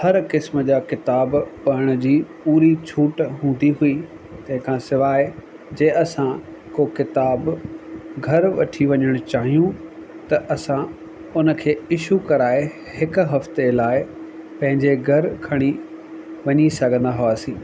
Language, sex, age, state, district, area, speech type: Sindhi, male, 30-45, Rajasthan, Ajmer, urban, spontaneous